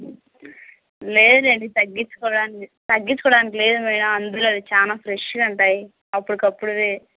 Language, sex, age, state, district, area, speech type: Telugu, female, 18-30, Telangana, Peddapalli, rural, conversation